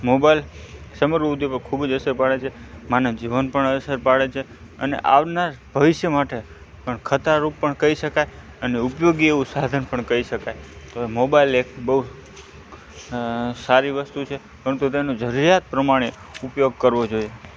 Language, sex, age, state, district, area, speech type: Gujarati, male, 18-30, Gujarat, Morbi, urban, spontaneous